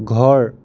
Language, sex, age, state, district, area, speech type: Assamese, male, 30-45, Assam, Sonitpur, rural, read